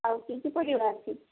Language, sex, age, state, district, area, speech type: Odia, female, 30-45, Odisha, Mayurbhanj, rural, conversation